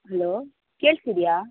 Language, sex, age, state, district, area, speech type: Kannada, female, 30-45, Karnataka, Tumkur, rural, conversation